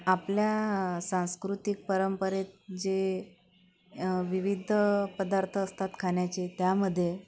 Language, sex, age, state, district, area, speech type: Marathi, female, 45-60, Maharashtra, Akola, urban, spontaneous